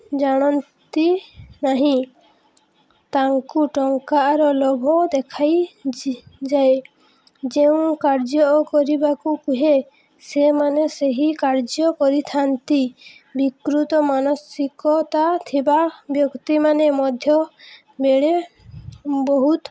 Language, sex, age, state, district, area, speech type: Odia, female, 18-30, Odisha, Subarnapur, urban, spontaneous